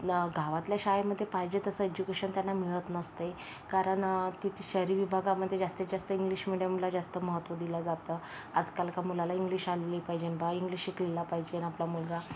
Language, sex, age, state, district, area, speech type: Marathi, female, 30-45, Maharashtra, Yavatmal, rural, spontaneous